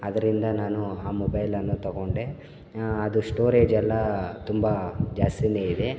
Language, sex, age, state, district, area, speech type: Kannada, male, 18-30, Karnataka, Chikkaballapur, rural, spontaneous